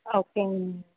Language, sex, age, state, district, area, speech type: Tamil, female, 18-30, Tamil Nadu, Tirupattur, rural, conversation